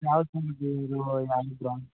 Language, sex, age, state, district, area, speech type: Kannada, male, 18-30, Karnataka, Shimoga, rural, conversation